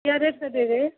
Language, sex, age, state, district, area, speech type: Hindi, female, 60+, Uttar Pradesh, Mau, rural, conversation